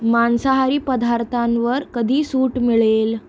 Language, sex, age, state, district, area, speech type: Marathi, female, 18-30, Maharashtra, Mumbai Suburban, urban, read